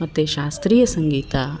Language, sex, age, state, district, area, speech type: Kannada, female, 30-45, Karnataka, Bellary, rural, spontaneous